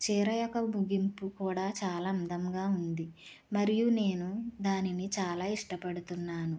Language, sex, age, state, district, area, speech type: Telugu, female, 45-60, Andhra Pradesh, West Godavari, rural, spontaneous